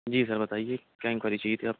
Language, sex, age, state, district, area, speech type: Urdu, male, 18-30, Delhi, Central Delhi, urban, conversation